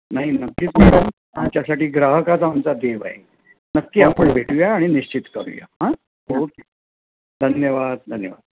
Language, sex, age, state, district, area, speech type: Marathi, male, 60+, Maharashtra, Mumbai Suburban, urban, conversation